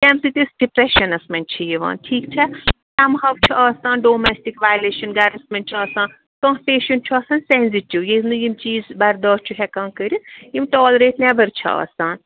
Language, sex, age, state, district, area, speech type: Kashmiri, female, 30-45, Jammu and Kashmir, Srinagar, urban, conversation